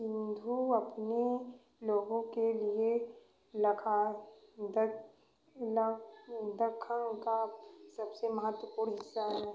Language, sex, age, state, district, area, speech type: Hindi, female, 45-60, Uttar Pradesh, Ayodhya, rural, read